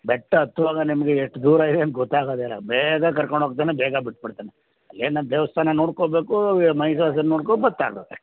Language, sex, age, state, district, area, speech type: Kannada, male, 60+, Karnataka, Mysore, urban, conversation